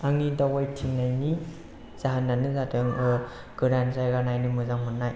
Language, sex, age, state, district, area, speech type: Bodo, male, 18-30, Assam, Chirang, rural, spontaneous